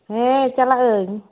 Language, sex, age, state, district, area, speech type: Santali, female, 30-45, West Bengal, Malda, rural, conversation